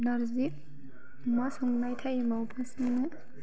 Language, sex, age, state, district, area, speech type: Bodo, female, 18-30, Assam, Baksa, rural, spontaneous